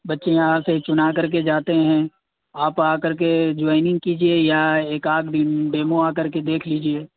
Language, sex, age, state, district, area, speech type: Urdu, male, 18-30, Bihar, Gaya, urban, conversation